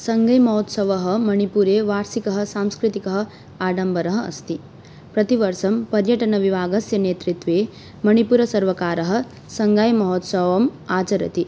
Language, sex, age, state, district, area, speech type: Sanskrit, female, 18-30, Manipur, Kangpokpi, rural, spontaneous